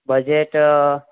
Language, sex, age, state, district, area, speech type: Gujarati, male, 18-30, Gujarat, Ahmedabad, urban, conversation